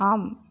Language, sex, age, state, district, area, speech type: Tamil, female, 30-45, Tamil Nadu, Erode, rural, read